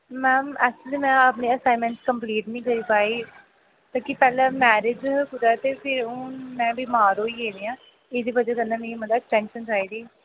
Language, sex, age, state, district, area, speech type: Dogri, female, 18-30, Jammu and Kashmir, Udhampur, rural, conversation